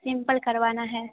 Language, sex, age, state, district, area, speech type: Hindi, female, 18-30, Bihar, Darbhanga, rural, conversation